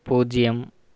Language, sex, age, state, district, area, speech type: Tamil, male, 18-30, Tamil Nadu, Erode, rural, read